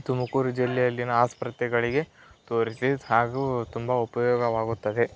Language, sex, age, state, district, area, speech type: Kannada, male, 18-30, Karnataka, Tumkur, rural, spontaneous